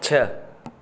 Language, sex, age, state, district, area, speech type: Sindhi, male, 45-60, Maharashtra, Mumbai Suburban, urban, read